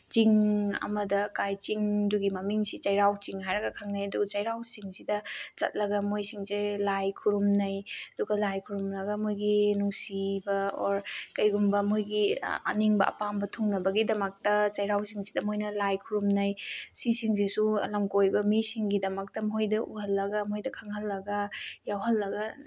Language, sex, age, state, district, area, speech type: Manipuri, female, 18-30, Manipur, Bishnupur, rural, spontaneous